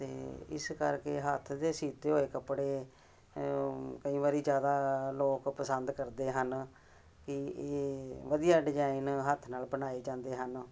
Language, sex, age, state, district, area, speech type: Punjabi, female, 45-60, Punjab, Jalandhar, urban, spontaneous